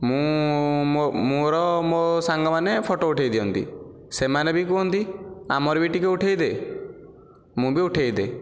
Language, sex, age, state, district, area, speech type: Odia, male, 18-30, Odisha, Nayagarh, rural, spontaneous